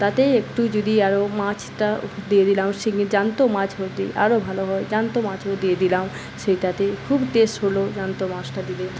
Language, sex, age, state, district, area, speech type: Bengali, female, 30-45, West Bengal, Paschim Medinipur, rural, spontaneous